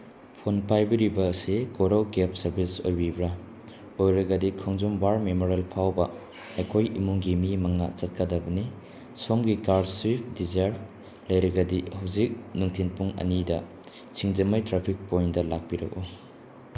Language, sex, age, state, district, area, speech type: Manipuri, male, 18-30, Manipur, Chandel, rural, spontaneous